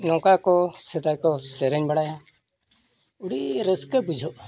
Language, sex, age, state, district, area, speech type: Santali, male, 60+, Odisha, Mayurbhanj, rural, spontaneous